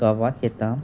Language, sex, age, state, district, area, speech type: Goan Konkani, male, 30-45, Goa, Salcete, rural, spontaneous